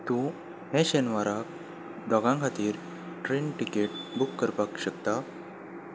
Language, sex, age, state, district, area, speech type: Goan Konkani, male, 18-30, Goa, Salcete, urban, read